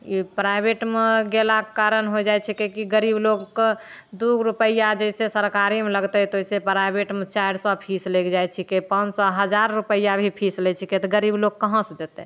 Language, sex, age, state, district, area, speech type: Maithili, female, 18-30, Bihar, Begusarai, rural, spontaneous